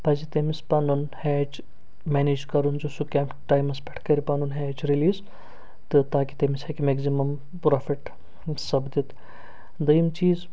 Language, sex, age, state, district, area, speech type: Kashmiri, male, 45-60, Jammu and Kashmir, Srinagar, urban, spontaneous